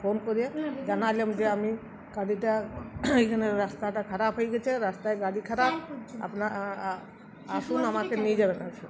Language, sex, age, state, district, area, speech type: Bengali, female, 45-60, West Bengal, Uttar Dinajpur, rural, spontaneous